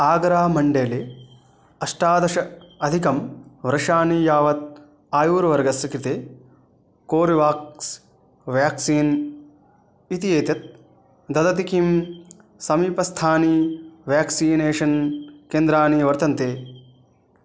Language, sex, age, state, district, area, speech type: Sanskrit, male, 18-30, West Bengal, Dakshin Dinajpur, rural, read